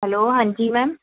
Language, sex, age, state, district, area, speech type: Urdu, female, 45-60, Delhi, Central Delhi, urban, conversation